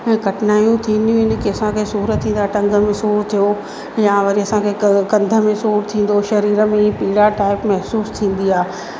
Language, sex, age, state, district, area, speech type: Sindhi, female, 30-45, Madhya Pradesh, Katni, urban, spontaneous